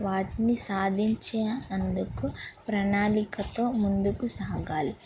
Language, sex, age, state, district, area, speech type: Telugu, female, 18-30, Telangana, Mahabubabad, rural, spontaneous